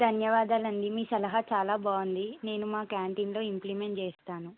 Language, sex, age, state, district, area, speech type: Telugu, female, 18-30, Telangana, Suryapet, urban, conversation